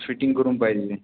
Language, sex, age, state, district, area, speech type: Marathi, male, 18-30, Maharashtra, Washim, rural, conversation